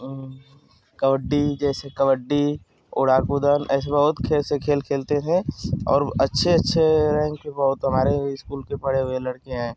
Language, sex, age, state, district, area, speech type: Hindi, male, 18-30, Uttar Pradesh, Ghazipur, urban, spontaneous